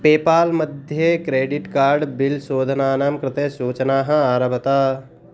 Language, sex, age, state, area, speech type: Sanskrit, male, 18-30, Delhi, rural, read